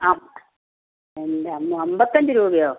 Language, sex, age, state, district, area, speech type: Malayalam, female, 60+, Kerala, Wayanad, rural, conversation